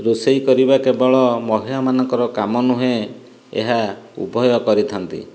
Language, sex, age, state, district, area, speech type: Odia, male, 45-60, Odisha, Dhenkanal, rural, spontaneous